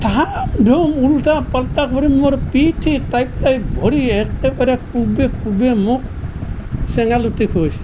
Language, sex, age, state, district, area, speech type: Assamese, male, 60+, Assam, Nalbari, rural, spontaneous